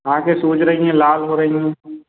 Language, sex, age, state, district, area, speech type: Hindi, male, 30-45, Madhya Pradesh, Hoshangabad, rural, conversation